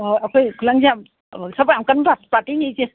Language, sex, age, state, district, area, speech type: Manipuri, female, 60+, Manipur, Kangpokpi, urban, conversation